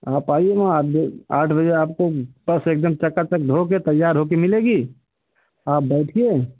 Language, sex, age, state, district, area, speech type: Hindi, male, 60+, Uttar Pradesh, Ayodhya, rural, conversation